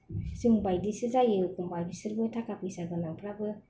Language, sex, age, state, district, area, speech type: Bodo, female, 45-60, Assam, Kokrajhar, rural, spontaneous